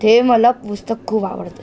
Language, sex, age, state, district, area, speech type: Marathi, male, 30-45, Maharashtra, Nagpur, urban, spontaneous